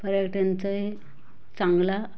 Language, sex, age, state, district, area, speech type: Marathi, female, 45-60, Maharashtra, Raigad, rural, spontaneous